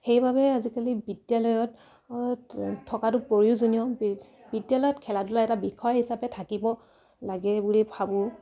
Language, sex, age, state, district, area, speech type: Assamese, female, 18-30, Assam, Dibrugarh, rural, spontaneous